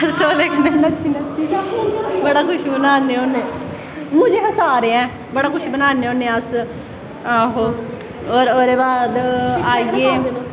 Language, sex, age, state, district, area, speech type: Dogri, female, 18-30, Jammu and Kashmir, Samba, rural, spontaneous